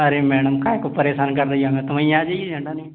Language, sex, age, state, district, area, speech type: Hindi, male, 18-30, Madhya Pradesh, Gwalior, urban, conversation